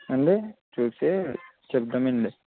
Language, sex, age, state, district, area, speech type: Telugu, male, 18-30, Andhra Pradesh, West Godavari, rural, conversation